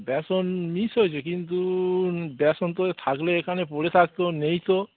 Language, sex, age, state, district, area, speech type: Bengali, male, 45-60, West Bengal, Dakshin Dinajpur, rural, conversation